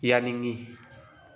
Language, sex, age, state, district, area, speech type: Manipuri, male, 18-30, Manipur, Thoubal, rural, read